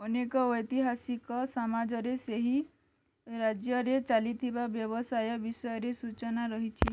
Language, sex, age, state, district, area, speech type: Odia, female, 18-30, Odisha, Bargarh, rural, read